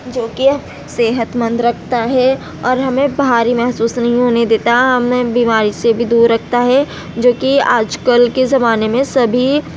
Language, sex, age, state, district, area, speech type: Urdu, female, 18-30, Uttar Pradesh, Gautam Buddha Nagar, rural, spontaneous